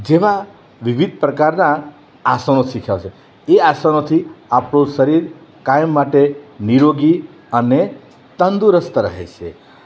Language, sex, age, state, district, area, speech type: Gujarati, male, 45-60, Gujarat, Valsad, rural, spontaneous